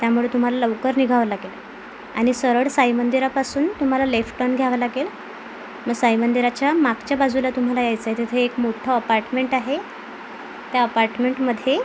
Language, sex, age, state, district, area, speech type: Marathi, female, 18-30, Maharashtra, Amravati, urban, spontaneous